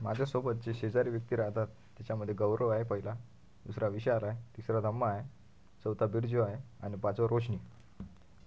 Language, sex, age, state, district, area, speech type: Marathi, male, 30-45, Maharashtra, Washim, rural, spontaneous